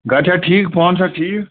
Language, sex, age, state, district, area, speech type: Kashmiri, male, 30-45, Jammu and Kashmir, Bandipora, rural, conversation